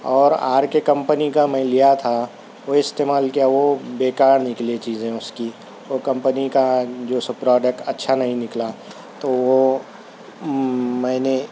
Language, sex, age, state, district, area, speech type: Urdu, male, 30-45, Telangana, Hyderabad, urban, spontaneous